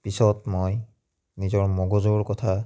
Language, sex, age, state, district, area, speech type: Assamese, male, 30-45, Assam, Biswanath, rural, spontaneous